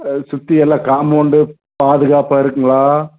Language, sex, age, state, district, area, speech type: Tamil, male, 60+, Tamil Nadu, Erode, urban, conversation